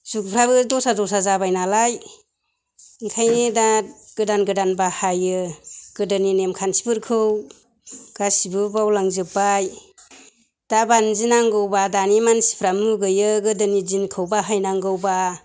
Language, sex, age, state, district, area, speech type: Bodo, female, 45-60, Assam, Chirang, rural, spontaneous